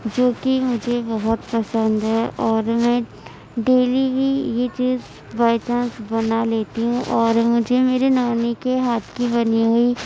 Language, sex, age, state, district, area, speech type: Urdu, female, 18-30, Uttar Pradesh, Gautam Buddha Nagar, rural, spontaneous